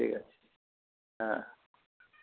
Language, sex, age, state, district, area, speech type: Bengali, male, 45-60, West Bengal, Dakshin Dinajpur, rural, conversation